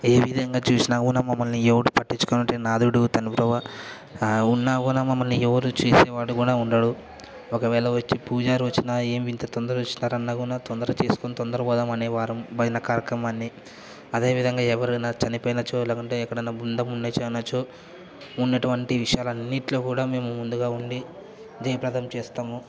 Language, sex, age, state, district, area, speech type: Telugu, male, 30-45, Andhra Pradesh, Kadapa, rural, spontaneous